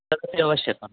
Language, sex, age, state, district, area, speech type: Sanskrit, male, 30-45, Karnataka, Uttara Kannada, rural, conversation